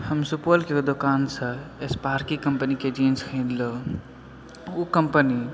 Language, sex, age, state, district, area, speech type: Maithili, male, 18-30, Bihar, Supaul, rural, spontaneous